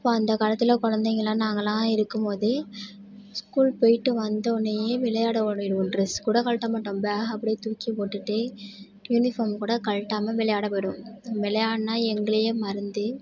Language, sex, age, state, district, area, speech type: Tamil, female, 18-30, Tamil Nadu, Tiruvarur, rural, spontaneous